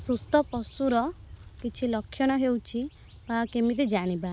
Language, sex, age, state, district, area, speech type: Odia, female, 18-30, Odisha, Kendrapara, urban, spontaneous